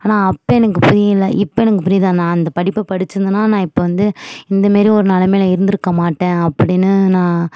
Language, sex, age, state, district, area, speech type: Tamil, female, 18-30, Tamil Nadu, Nagapattinam, urban, spontaneous